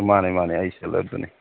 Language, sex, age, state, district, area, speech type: Manipuri, male, 45-60, Manipur, Churachandpur, rural, conversation